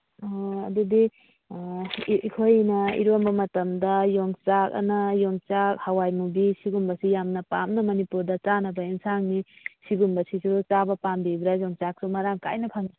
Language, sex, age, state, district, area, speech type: Manipuri, female, 45-60, Manipur, Churachandpur, urban, conversation